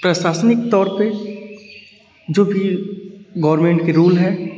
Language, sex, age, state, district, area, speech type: Hindi, male, 30-45, Uttar Pradesh, Varanasi, urban, spontaneous